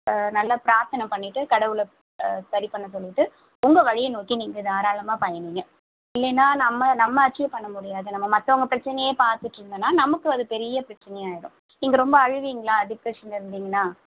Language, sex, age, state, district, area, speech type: Tamil, female, 45-60, Tamil Nadu, Pudukkottai, urban, conversation